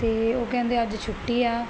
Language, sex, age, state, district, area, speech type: Punjabi, female, 30-45, Punjab, Barnala, rural, spontaneous